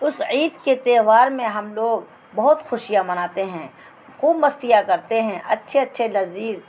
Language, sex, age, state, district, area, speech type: Urdu, female, 45-60, Bihar, Araria, rural, spontaneous